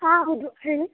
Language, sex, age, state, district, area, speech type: Kannada, female, 18-30, Karnataka, Chamarajanagar, rural, conversation